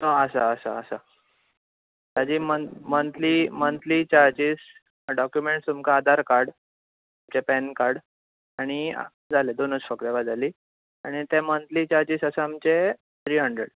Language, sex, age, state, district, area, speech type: Goan Konkani, male, 18-30, Goa, Bardez, urban, conversation